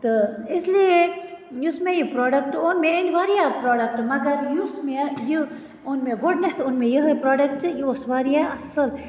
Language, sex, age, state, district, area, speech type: Kashmiri, female, 30-45, Jammu and Kashmir, Baramulla, rural, spontaneous